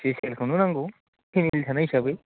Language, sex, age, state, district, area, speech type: Bodo, male, 30-45, Assam, Baksa, urban, conversation